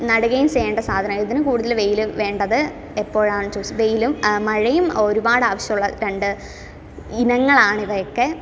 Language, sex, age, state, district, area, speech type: Malayalam, female, 18-30, Kerala, Kottayam, rural, spontaneous